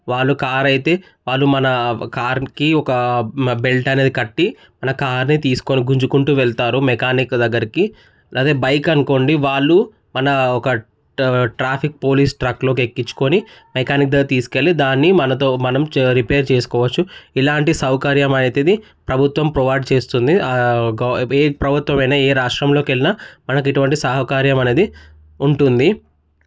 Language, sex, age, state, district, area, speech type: Telugu, male, 18-30, Telangana, Medchal, urban, spontaneous